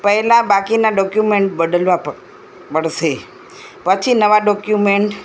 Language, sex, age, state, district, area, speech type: Gujarati, female, 60+, Gujarat, Kheda, rural, spontaneous